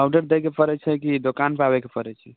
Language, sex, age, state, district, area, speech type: Maithili, male, 18-30, Bihar, Samastipur, rural, conversation